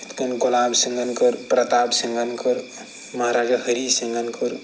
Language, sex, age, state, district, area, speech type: Kashmiri, male, 45-60, Jammu and Kashmir, Srinagar, urban, spontaneous